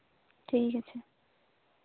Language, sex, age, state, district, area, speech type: Santali, female, 18-30, West Bengal, Bankura, rural, conversation